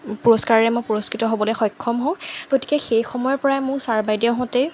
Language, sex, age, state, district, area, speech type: Assamese, female, 18-30, Assam, Jorhat, urban, spontaneous